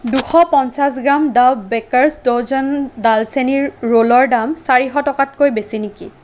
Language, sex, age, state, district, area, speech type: Assamese, female, 18-30, Assam, Kamrup Metropolitan, urban, read